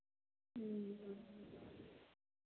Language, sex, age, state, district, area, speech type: Maithili, female, 30-45, Bihar, Madhubani, rural, conversation